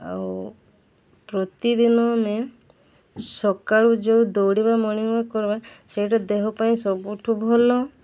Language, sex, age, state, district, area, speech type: Odia, female, 45-60, Odisha, Sundergarh, urban, spontaneous